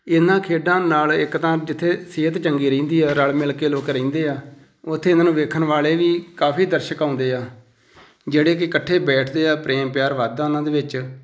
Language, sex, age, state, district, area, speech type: Punjabi, male, 45-60, Punjab, Tarn Taran, rural, spontaneous